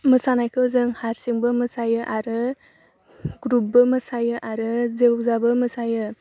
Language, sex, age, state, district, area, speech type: Bodo, female, 18-30, Assam, Udalguri, urban, spontaneous